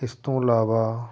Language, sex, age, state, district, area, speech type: Punjabi, male, 45-60, Punjab, Fatehgarh Sahib, urban, spontaneous